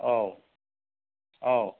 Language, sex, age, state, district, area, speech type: Bodo, male, 45-60, Assam, Kokrajhar, rural, conversation